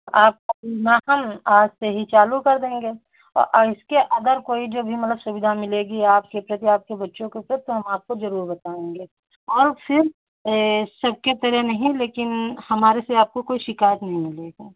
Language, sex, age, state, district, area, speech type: Hindi, female, 45-60, Uttar Pradesh, Hardoi, rural, conversation